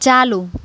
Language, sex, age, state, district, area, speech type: Gujarati, female, 18-30, Gujarat, Anand, urban, read